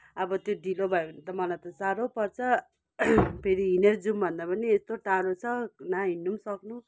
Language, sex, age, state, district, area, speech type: Nepali, female, 60+, West Bengal, Kalimpong, rural, spontaneous